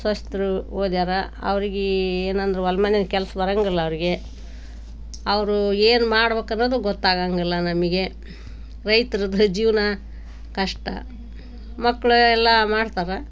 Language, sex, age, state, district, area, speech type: Kannada, female, 60+, Karnataka, Koppal, rural, spontaneous